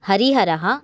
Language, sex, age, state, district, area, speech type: Sanskrit, female, 18-30, Karnataka, Gadag, urban, spontaneous